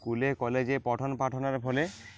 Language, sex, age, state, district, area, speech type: Bengali, male, 18-30, West Bengal, Uttar Dinajpur, rural, spontaneous